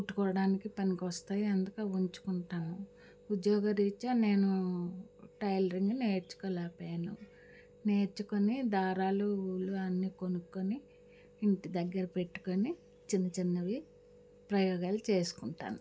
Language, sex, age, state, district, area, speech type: Telugu, female, 60+, Andhra Pradesh, Alluri Sitarama Raju, rural, spontaneous